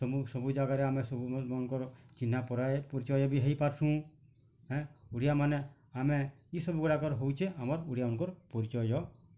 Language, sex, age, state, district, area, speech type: Odia, male, 45-60, Odisha, Bargarh, urban, spontaneous